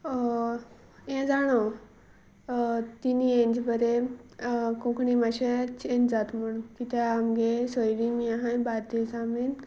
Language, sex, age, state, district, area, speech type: Goan Konkani, female, 18-30, Goa, Salcete, rural, spontaneous